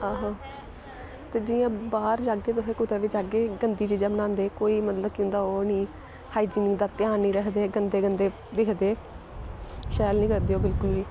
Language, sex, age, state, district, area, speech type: Dogri, female, 18-30, Jammu and Kashmir, Samba, rural, spontaneous